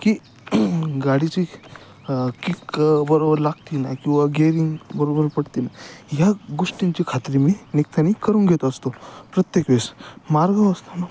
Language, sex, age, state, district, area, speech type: Marathi, male, 18-30, Maharashtra, Ahmednagar, rural, spontaneous